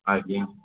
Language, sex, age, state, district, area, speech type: Odia, male, 18-30, Odisha, Khordha, rural, conversation